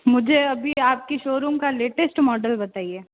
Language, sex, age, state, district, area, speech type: Hindi, female, 18-30, Rajasthan, Jodhpur, urban, conversation